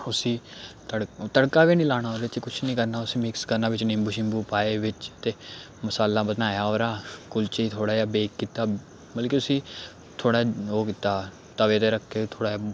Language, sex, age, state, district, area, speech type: Dogri, male, 18-30, Jammu and Kashmir, Samba, urban, spontaneous